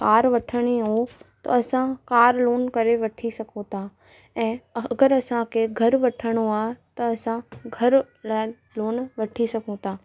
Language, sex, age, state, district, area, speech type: Sindhi, female, 18-30, Rajasthan, Ajmer, urban, spontaneous